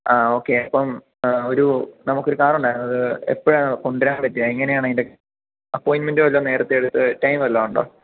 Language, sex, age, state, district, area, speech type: Malayalam, male, 18-30, Kerala, Idukki, rural, conversation